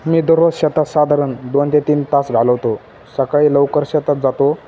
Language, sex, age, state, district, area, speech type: Marathi, male, 18-30, Maharashtra, Jalna, urban, spontaneous